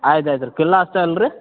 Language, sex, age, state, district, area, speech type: Kannada, male, 30-45, Karnataka, Belgaum, rural, conversation